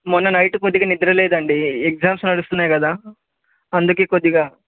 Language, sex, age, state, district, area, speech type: Telugu, male, 18-30, Telangana, Medak, rural, conversation